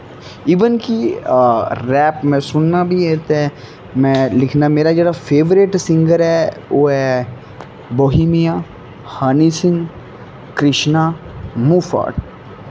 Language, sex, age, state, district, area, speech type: Dogri, male, 18-30, Jammu and Kashmir, Kathua, rural, spontaneous